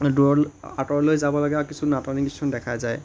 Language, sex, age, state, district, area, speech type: Assamese, male, 30-45, Assam, Majuli, urban, spontaneous